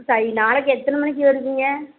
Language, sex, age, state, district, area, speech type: Tamil, female, 45-60, Tamil Nadu, Thoothukudi, rural, conversation